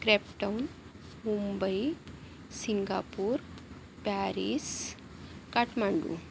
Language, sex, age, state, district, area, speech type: Marathi, female, 60+, Maharashtra, Akola, urban, spontaneous